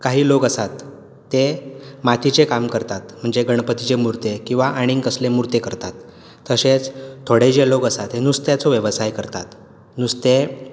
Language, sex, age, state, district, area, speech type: Goan Konkani, male, 18-30, Goa, Bardez, rural, spontaneous